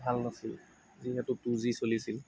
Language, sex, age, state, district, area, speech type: Assamese, male, 18-30, Assam, Tinsukia, rural, spontaneous